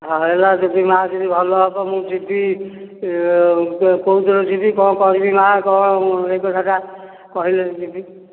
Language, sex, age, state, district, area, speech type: Odia, male, 60+, Odisha, Nayagarh, rural, conversation